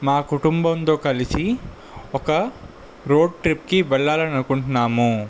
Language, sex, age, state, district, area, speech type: Telugu, male, 18-30, Andhra Pradesh, Visakhapatnam, urban, spontaneous